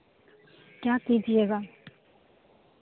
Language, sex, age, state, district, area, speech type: Hindi, female, 30-45, Bihar, Begusarai, rural, conversation